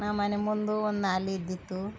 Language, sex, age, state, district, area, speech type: Kannada, female, 45-60, Karnataka, Bidar, urban, spontaneous